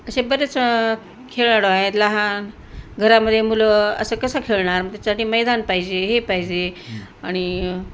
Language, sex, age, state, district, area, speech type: Marathi, female, 60+, Maharashtra, Nanded, urban, spontaneous